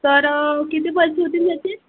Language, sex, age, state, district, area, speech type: Marathi, female, 18-30, Maharashtra, Amravati, urban, conversation